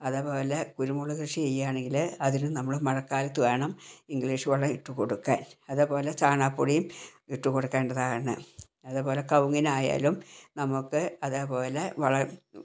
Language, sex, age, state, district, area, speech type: Malayalam, female, 60+, Kerala, Wayanad, rural, spontaneous